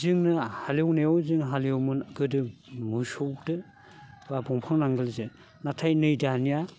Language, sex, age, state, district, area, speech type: Bodo, male, 60+, Assam, Baksa, urban, spontaneous